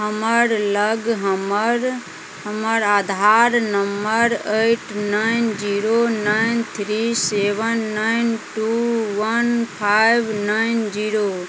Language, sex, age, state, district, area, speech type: Maithili, female, 45-60, Bihar, Madhubani, rural, read